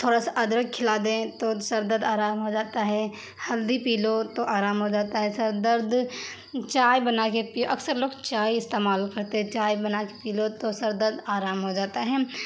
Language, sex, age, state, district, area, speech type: Urdu, female, 30-45, Bihar, Darbhanga, rural, spontaneous